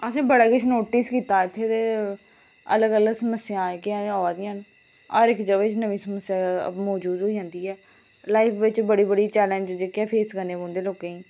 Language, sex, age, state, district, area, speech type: Dogri, female, 18-30, Jammu and Kashmir, Reasi, rural, spontaneous